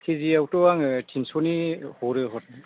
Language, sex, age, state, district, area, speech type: Bodo, male, 45-60, Assam, Chirang, urban, conversation